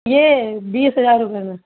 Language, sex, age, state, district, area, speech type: Urdu, female, 30-45, Uttar Pradesh, Lucknow, urban, conversation